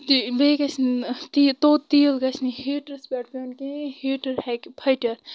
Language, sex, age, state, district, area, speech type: Kashmiri, female, 30-45, Jammu and Kashmir, Bandipora, rural, spontaneous